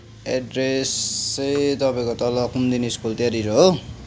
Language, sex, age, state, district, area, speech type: Nepali, male, 30-45, West Bengal, Kalimpong, rural, spontaneous